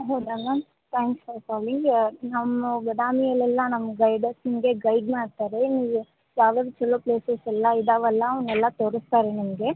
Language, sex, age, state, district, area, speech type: Kannada, female, 18-30, Karnataka, Gadag, rural, conversation